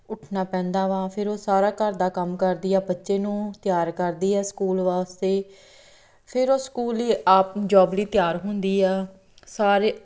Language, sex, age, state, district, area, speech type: Punjabi, female, 30-45, Punjab, Tarn Taran, rural, spontaneous